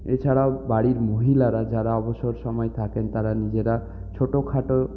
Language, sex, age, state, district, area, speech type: Bengali, male, 30-45, West Bengal, Purulia, urban, spontaneous